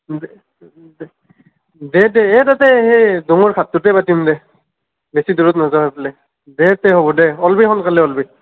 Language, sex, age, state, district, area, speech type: Assamese, male, 18-30, Assam, Nalbari, rural, conversation